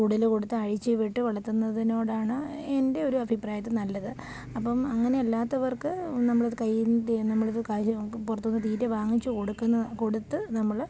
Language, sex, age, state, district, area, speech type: Malayalam, female, 30-45, Kerala, Pathanamthitta, rural, spontaneous